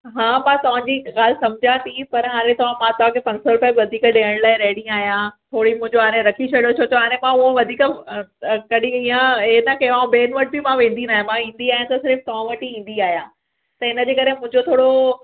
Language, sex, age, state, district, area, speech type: Sindhi, female, 30-45, Maharashtra, Mumbai Suburban, urban, conversation